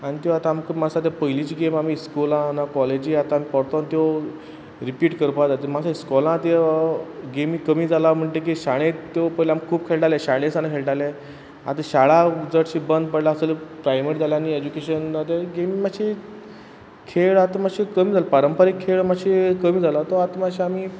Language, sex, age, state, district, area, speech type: Goan Konkani, male, 30-45, Goa, Quepem, rural, spontaneous